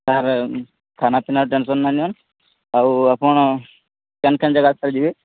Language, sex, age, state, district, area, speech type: Odia, male, 30-45, Odisha, Sambalpur, rural, conversation